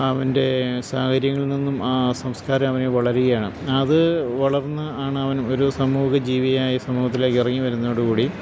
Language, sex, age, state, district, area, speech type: Malayalam, male, 45-60, Kerala, Idukki, rural, spontaneous